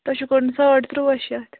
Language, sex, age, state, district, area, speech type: Kashmiri, female, 18-30, Jammu and Kashmir, Budgam, rural, conversation